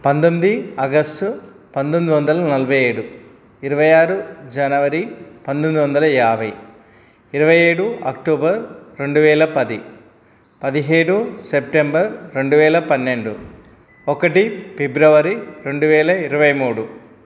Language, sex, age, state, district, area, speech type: Telugu, male, 30-45, Telangana, Karimnagar, rural, spontaneous